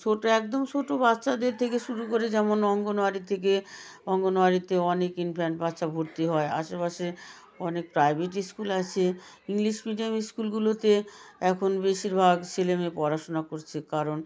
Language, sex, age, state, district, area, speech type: Bengali, female, 60+, West Bengal, South 24 Parganas, rural, spontaneous